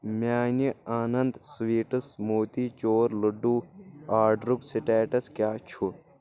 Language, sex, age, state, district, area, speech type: Kashmiri, male, 18-30, Jammu and Kashmir, Kulgam, rural, read